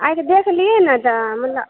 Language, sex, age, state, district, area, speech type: Maithili, female, 30-45, Bihar, Begusarai, rural, conversation